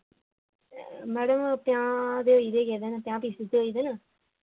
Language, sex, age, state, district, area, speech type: Dogri, female, 18-30, Jammu and Kashmir, Jammu, urban, conversation